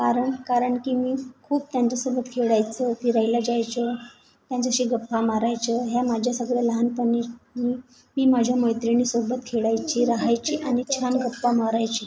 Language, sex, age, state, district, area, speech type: Marathi, female, 30-45, Maharashtra, Nagpur, urban, spontaneous